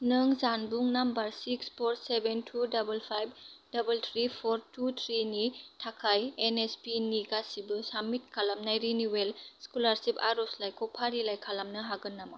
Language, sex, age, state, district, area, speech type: Bodo, female, 18-30, Assam, Kokrajhar, rural, read